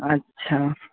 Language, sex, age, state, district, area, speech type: Bengali, male, 30-45, West Bengal, Paschim Medinipur, rural, conversation